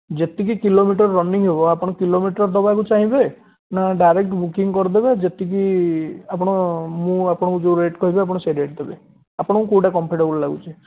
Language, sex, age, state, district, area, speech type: Odia, male, 18-30, Odisha, Dhenkanal, rural, conversation